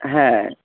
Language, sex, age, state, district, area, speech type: Bengali, male, 18-30, West Bengal, Howrah, urban, conversation